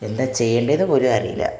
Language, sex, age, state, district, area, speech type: Malayalam, male, 30-45, Kerala, Malappuram, rural, spontaneous